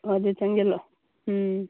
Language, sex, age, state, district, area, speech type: Manipuri, female, 45-60, Manipur, Churachandpur, urban, conversation